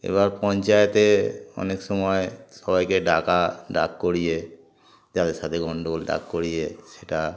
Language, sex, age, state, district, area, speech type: Bengali, male, 60+, West Bengal, Darjeeling, urban, spontaneous